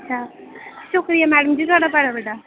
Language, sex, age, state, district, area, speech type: Dogri, female, 18-30, Jammu and Kashmir, Kathua, rural, conversation